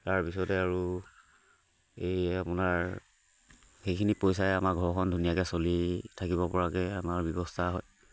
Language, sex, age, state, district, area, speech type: Assamese, male, 45-60, Assam, Charaideo, rural, spontaneous